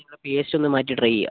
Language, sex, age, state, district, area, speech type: Malayalam, male, 30-45, Kerala, Wayanad, rural, conversation